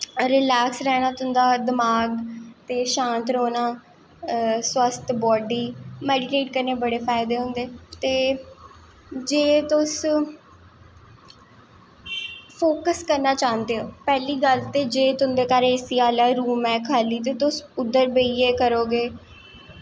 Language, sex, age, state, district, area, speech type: Dogri, female, 18-30, Jammu and Kashmir, Jammu, urban, spontaneous